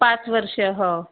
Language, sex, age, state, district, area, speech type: Marathi, female, 30-45, Maharashtra, Yavatmal, rural, conversation